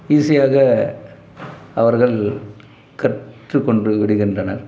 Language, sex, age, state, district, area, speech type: Tamil, male, 45-60, Tamil Nadu, Dharmapuri, rural, spontaneous